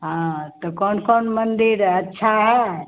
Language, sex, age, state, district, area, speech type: Hindi, female, 45-60, Bihar, Madhepura, rural, conversation